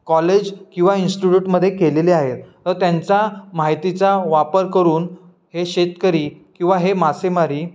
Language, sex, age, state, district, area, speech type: Marathi, male, 18-30, Maharashtra, Ratnagiri, rural, spontaneous